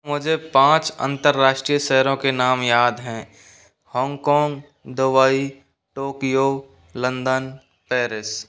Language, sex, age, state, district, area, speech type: Hindi, male, 45-60, Rajasthan, Karauli, rural, spontaneous